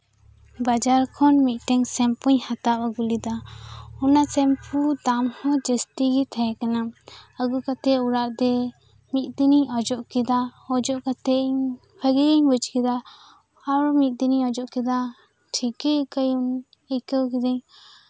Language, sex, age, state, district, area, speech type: Santali, female, 18-30, West Bengal, Purba Bardhaman, rural, spontaneous